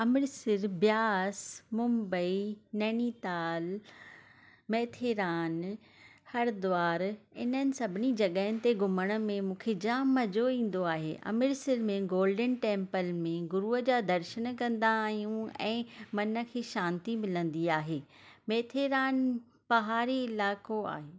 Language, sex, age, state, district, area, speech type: Sindhi, female, 30-45, Maharashtra, Thane, urban, spontaneous